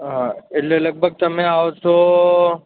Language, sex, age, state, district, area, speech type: Gujarati, male, 18-30, Gujarat, Ahmedabad, urban, conversation